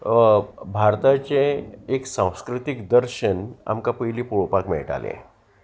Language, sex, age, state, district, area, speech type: Goan Konkani, male, 60+, Goa, Salcete, rural, spontaneous